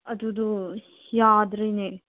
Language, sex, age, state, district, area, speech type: Manipuri, female, 30-45, Manipur, Senapati, urban, conversation